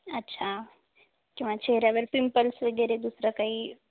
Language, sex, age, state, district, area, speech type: Marathi, female, 18-30, Maharashtra, Osmanabad, rural, conversation